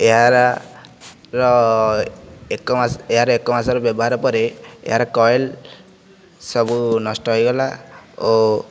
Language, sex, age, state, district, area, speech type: Odia, male, 18-30, Odisha, Nayagarh, rural, spontaneous